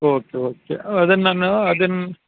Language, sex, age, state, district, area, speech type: Kannada, male, 45-60, Karnataka, Udupi, rural, conversation